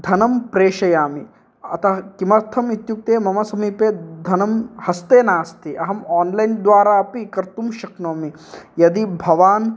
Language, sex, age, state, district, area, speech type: Sanskrit, male, 18-30, Karnataka, Uttara Kannada, rural, spontaneous